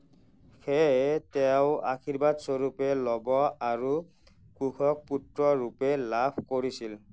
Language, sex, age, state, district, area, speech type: Assamese, male, 30-45, Assam, Nagaon, rural, read